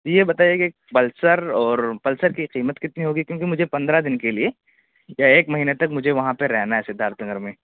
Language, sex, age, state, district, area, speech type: Urdu, male, 18-30, Uttar Pradesh, Siddharthnagar, rural, conversation